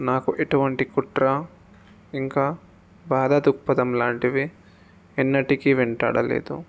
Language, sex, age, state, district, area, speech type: Telugu, male, 18-30, Telangana, Jangaon, urban, spontaneous